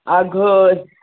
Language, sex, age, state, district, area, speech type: Sindhi, female, 45-60, Uttar Pradesh, Lucknow, rural, conversation